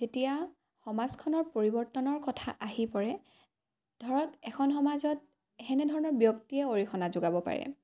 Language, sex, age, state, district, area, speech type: Assamese, female, 18-30, Assam, Dibrugarh, rural, spontaneous